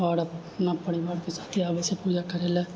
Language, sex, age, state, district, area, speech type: Maithili, male, 60+, Bihar, Purnia, rural, spontaneous